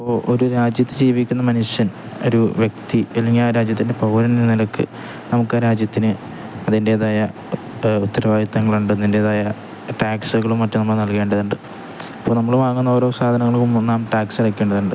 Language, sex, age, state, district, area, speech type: Malayalam, male, 18-30, Kerala, Kozhikode, rural, spontaneous